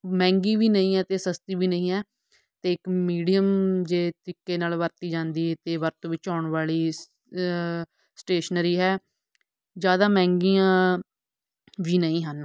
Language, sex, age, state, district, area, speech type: Punjabi, female, 45-60, Punjab, Fatehgarh Sahib, rural, spontaneous